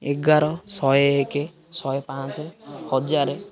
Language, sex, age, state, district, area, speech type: Odia, male, 18-30, Odisha, Jagatsinghpur, rural, spontaneous